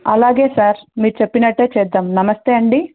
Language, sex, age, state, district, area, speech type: Telugu, female, 30-45, Andhra Pradesh, Sri Satya Sai, urban, conversation